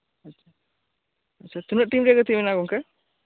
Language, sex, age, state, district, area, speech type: Santali, male, 18-30, West Bengal, Birbhum, rural, conversation